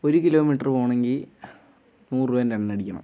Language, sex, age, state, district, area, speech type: Malayalam, male, 18-30, Kerala, Wayanad, rural, spontaneous